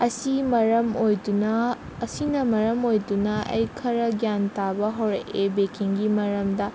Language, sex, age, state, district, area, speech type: Manipuri, female, 18-30, Manipur, Senapati, rural, spontaneous